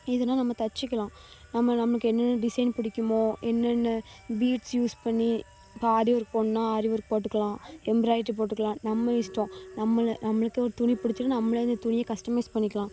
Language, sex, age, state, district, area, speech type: Tamil, female, 18-30, Tamil Nadu, Thoothukudi, rural, spontaneous